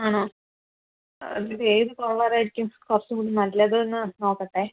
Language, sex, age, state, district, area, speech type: Malayalam, female, 18-30, Kerala, Palakkad, rural, conversation